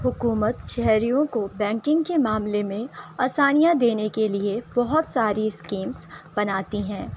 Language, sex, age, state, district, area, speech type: Urdu, female, 18-30, Uttar Pradesh, Shahjahanpur, rural, spontaneous